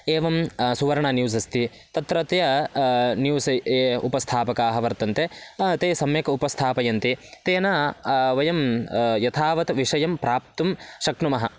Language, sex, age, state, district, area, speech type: Sanskrit, male, 18-30, Karnataka, Bagalkot, rural, spontaneous